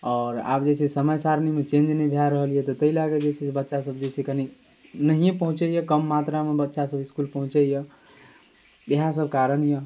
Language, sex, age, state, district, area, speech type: Maithili, male, 18-30, Bihar, Darbhanga, rural, spontaneous